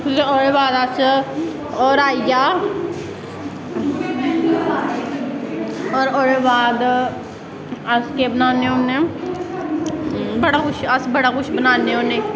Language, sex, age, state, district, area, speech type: Dogri, female, 18-30, Jammu and Kashmir, Samba, rural, spontaneous